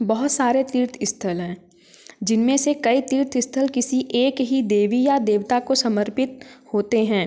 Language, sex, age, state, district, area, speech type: Hindi, female, 18-30, Madhya Pradesh, Ujjain, urban, spontaneous